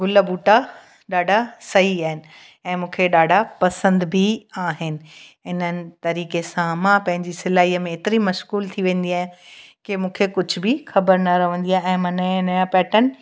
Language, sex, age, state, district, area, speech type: Sindhi, female, 45-60, Gujarat, Kutch, rural, spontaneous